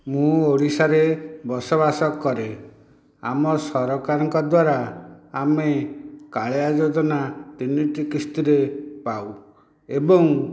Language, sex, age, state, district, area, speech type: Odia, male, 60+, Odisha, Dhenkanal, rural, spontaneous